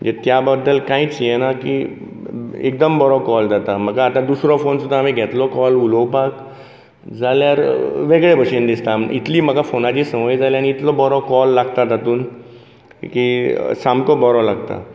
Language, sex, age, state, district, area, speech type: Goan Konkani, male, 45-60, Goa, Bardez, urban, spontaneous